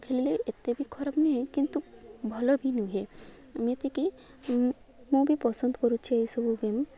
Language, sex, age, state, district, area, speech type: Odia, female, 18-30, Odisha, Malkangiri, urban, spontaneous